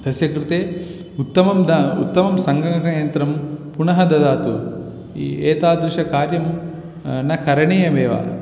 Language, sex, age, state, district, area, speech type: Sanskrit, male, 18-30, Telangana, Vikarabad, urban, spontaneous